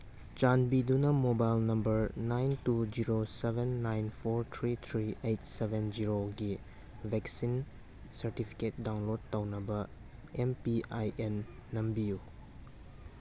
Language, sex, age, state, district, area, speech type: Manipuri, male, 18-30, Manipur, Churachandpur, rural, read